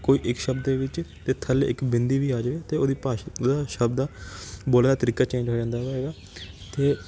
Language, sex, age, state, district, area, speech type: Punjabi, male, 18-30, Punjab, Kapurthala, urban, spontaneous